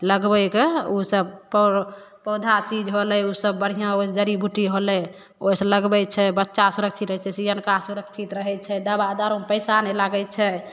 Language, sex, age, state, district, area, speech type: Maithili, female, 18-30, Bihar, Begusarai, rural, spontaneous